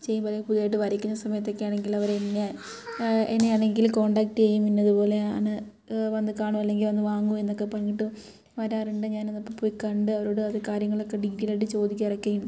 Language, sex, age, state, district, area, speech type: Malayalam, female, 18-30, Kerala, Kottayam, urban, spontaneous